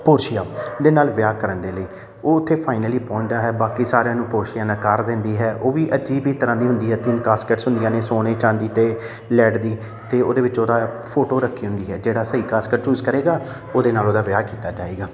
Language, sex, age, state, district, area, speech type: Punjabi, male, 30-45, Punjab, Amritsar, urban, spontaneous